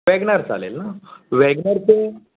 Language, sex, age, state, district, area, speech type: Marathi, male, 30-45, Maharashtra, Raigad, rural, conversation